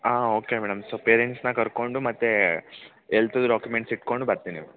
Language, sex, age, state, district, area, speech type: Kannada, male, 18-30, Karnataka, Kodagu, rural, conversation